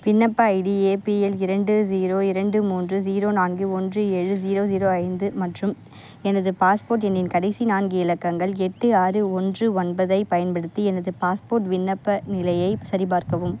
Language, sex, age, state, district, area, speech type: Tamil, female, 18-30, Tamil Nadu, Vellore, urban, read